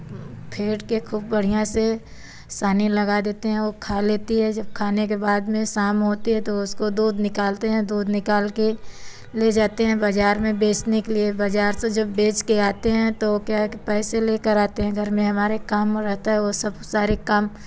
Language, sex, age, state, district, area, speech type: Hindi, female, 45-60, Uttar Pradesh, Varanasi, rural, spontaneous